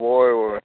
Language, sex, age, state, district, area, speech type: Goan Konkani, male, 18-30, Goa, Tiswadi, rural, conversation